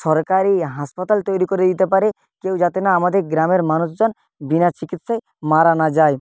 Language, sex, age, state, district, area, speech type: Bengali, male, 18-30, West Bengal, Purba Medinipur, rural, spontaneous